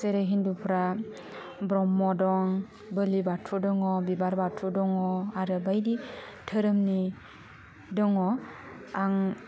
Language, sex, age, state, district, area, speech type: Bodo, female, 30-45, Assam, Udalguri, rural, spontaneous